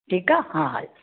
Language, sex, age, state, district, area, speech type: Sindhi, female, 60+, Maharashtra, Thane, urban, conversation